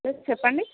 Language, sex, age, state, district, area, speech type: Telugu, female, 30-45, Andhra Pradesh, Visakhapatnam, urban, conversation